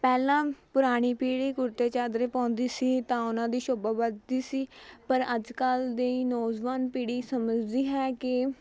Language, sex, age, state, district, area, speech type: Punjabi, female, 18-30, Punjab, Mohali, rural, spontaneous